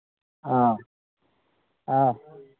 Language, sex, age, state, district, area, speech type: Manipuri, male, 30-45, Manipur, Thoubal, rural, conversation